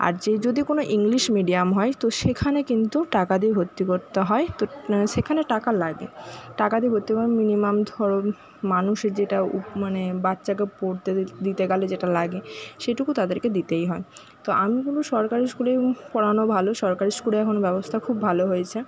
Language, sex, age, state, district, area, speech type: Bengali, female, 30-45, West Bengal, Jhargram, rural, spontaneous